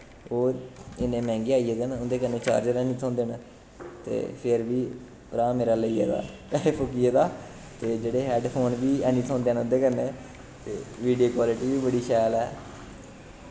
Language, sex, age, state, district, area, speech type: Dogri, male, 18-30, Jammu and Kashmir, Kathua, rural, spontaneous